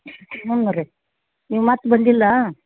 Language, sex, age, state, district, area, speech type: Kannada, female, 60+, Karnataka, Gadag, rural, conversation